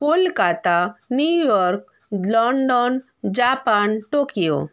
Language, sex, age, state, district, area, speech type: Bengali, female, 60+, West Bengal, Purba Medinipur, rural, spontaneous